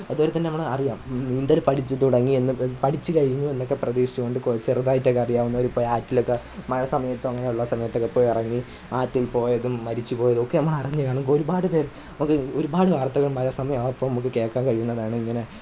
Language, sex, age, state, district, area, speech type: Malayalam, male, 18-30, Kerala, Kollam, rural, spontaneous